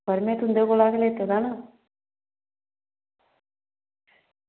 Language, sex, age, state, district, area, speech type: Dogri, female, 30-45, Jammu and Kashmir, Reasi, rural, conversation